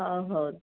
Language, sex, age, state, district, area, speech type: Odia, female, 45-60, Odisha, Angul, rural, conversation